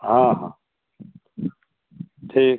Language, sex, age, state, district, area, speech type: Hindi, male, 60+, Uttar Pradesh, Chandauli, rural, conversation